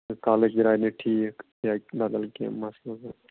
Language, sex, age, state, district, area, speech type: Kashmiri, male, 30-45, Jammu and Kashmir, Shopian, rural, conversation